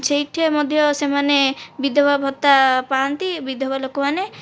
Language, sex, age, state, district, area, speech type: Odia, female, 45-60, Odisha, Kandhamal, rural, spontaneous